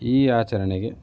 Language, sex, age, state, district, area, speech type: Kannada, male, 45-60, Karnataka, Davanagere, urban, spontaneous